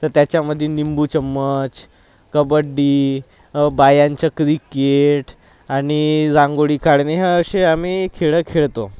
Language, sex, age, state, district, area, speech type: Marathi, male, 30-45, Maharashtra, Nagpur, rural, spontaneous